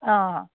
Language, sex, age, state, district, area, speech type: Assamese, female, 30-45, Assam, Sivasagar, rural, conversation